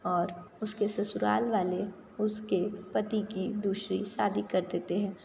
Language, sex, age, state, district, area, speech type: Hindi, female, 30-45, Uttar Pradesh, Sonbhadra, rural, spontaneous